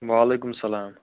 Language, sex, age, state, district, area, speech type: Kashmiri, male, 18-30, Jammu and Kashmir, Shopian, rural, conversation